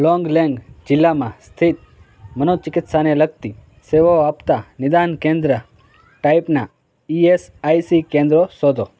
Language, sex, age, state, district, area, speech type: Gujarati, male, 60+, Gujarat, Morbi, rural, read